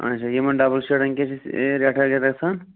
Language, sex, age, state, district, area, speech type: Kashmiri, male, 30-45, Jammu and Kashmir, Pulwama, rural, conversation